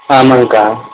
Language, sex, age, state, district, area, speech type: Tamil, male, 18-30, Tamil Nadu, Erode, rural, conversation